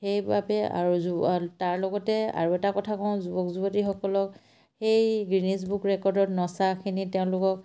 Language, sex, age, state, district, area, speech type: Assamese, female, 45-60, Assam, Dibrugarh, rural, spontaneous